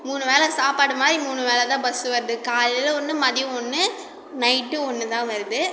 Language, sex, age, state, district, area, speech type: Tamil, female, 30-45, Tamil Nadu, Cuddalore, rural, spontaneous